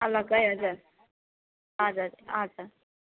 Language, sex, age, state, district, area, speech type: Nepali, female, 45-60, West Bengal, Kalimpong, rural, conversation